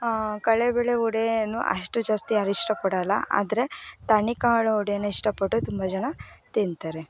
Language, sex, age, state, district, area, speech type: Kannada, female, 18-30, Karnataka, Mysore, rural, spontaneous